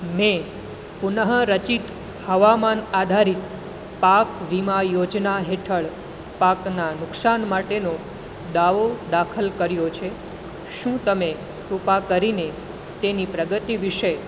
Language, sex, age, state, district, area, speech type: Gujarati, male, 18-30, Gujarat, Anand, urban, read